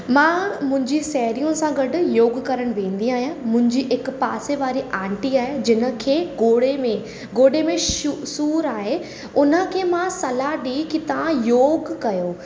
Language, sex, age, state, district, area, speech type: Sindhi, female, 18-30, Rajasthan, Ajmer, urban, spontaneous